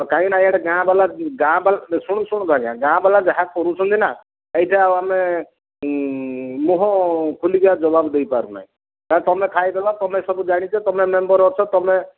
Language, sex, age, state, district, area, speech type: Odia, male, 60+, Odisha, Kandhamal, rural, conversation